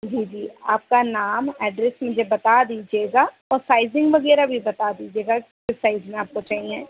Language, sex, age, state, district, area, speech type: Hindi, female, 18-30, Madhya Pradesh, Chhindwara, urban, conversation